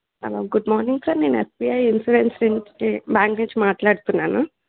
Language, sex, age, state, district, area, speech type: Telugu, female, 18-30, Telangana, Mancherial, rural, conversation